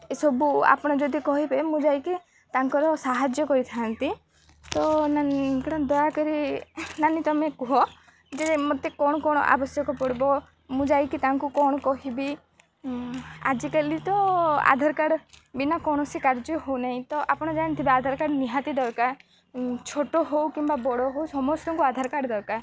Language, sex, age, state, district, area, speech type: Odia, female, 18-30, Odisha, Nabarangpur, urban, spontaneous